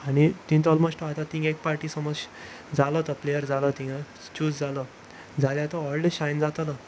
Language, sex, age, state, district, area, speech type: Goan Konkani, male, 18-30, Goa, Salcete, rural, spontaneous